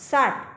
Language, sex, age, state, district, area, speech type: Marathi, female, 45-60, Maharashtra, Buldhana, rural, spontaneous